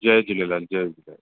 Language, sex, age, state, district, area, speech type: Sindhi, male, 30-45, Maharashtra, Thane, urban, conversation